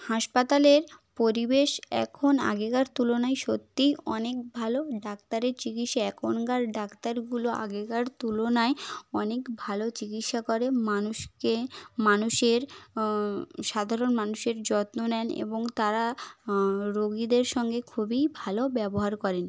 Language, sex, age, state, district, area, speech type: Bengali, female, 18-30, West Bengal, South 24 Parganas, rural, spontaneous